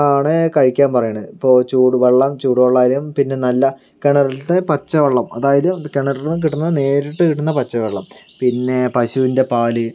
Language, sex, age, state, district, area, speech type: Malayalam, male, 18-30, Kerala, Palakkad, rural, spontaneous